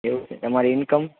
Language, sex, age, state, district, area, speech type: Gujarati, male, 18-30, Gujarat, Junagadh, urban, conversation